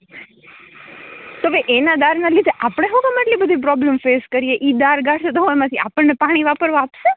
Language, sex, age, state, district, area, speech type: Gujarati, female, 18-30, Gujarat, Rajkot, urban, conversation